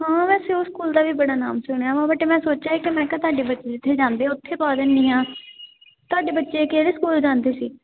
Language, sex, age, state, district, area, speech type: Punjabi, female, 18-30, Punjab, Tarn Taran, urban, conversation